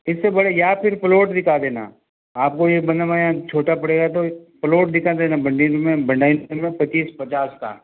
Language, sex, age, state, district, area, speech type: Hindi, male, 45-60, Rajasthan, Jodhpur, urban, conversation